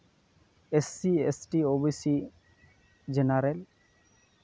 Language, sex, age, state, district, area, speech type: Santali, male, 30-45, West Bengal, Malda, rural, spontaneous